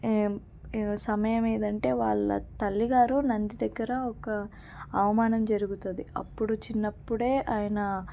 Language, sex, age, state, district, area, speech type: Telugu, female, 18-30, Telangana, Medak, rural, spontaneous